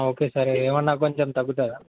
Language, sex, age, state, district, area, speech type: Telugu, male, 18-30, Telangana, Yadadri Bhuvanagiri, urban, conversation